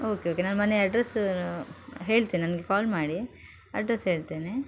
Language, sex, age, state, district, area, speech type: Kannada, female, 30-45, Karnataka, Udupi, rural, spontaneous